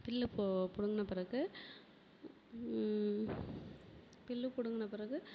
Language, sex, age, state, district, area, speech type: Tamil, female, 30-45, Tamil Nadu, Perambalur, rural, spontaneous